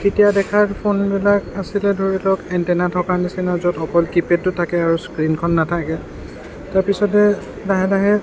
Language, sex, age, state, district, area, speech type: Assamese, male, 30-45, Assam, Sonitpur, urban, spontaneous